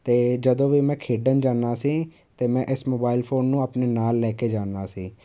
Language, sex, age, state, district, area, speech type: Punjabi, male, 18-30, Punjab, Jalandhar, urban, spontaneous